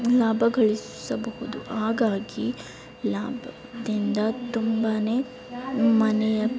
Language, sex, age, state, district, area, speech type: Kannada, female, 18-30, Karnataka, Chamarajanagar, urban, spontaneous